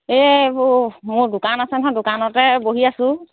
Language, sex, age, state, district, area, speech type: Assamese, female, 45-60, Assam, Golaghat, urban, conversation